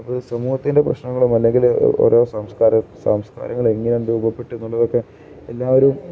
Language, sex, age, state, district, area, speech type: Malayalam, male, 18-30, Kerala, Kozhikode, rural, spontaneous